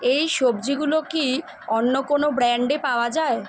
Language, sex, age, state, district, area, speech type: Bengali, female, 30-45, West Bengal, Kolkata, urban, read